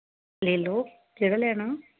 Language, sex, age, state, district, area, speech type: Dogri, female, 45-60, Jammu and Kashmir, Samba, rural, conversation